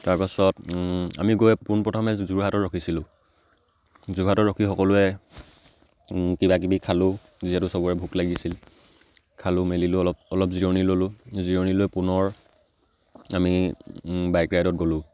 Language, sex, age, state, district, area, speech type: Assamese, male, 18-30, Assam, Charaideo, rural, spontaneous